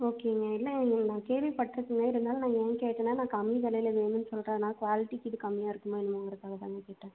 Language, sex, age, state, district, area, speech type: Tamil, female, 18-30, Tamil Nadu, Erode, rural, conversation